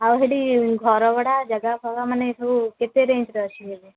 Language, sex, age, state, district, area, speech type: Odia, female, 30-45, Odisha, Sambalpur, rural, conversation